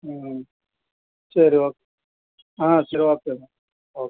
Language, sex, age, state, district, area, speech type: Kannada, male, 45-60, Karnataka, Ramanagara, rural, conversation